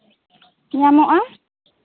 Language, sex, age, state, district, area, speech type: Santali, female, 18-30, Jharkhand, East Singhbhum, rural, conversation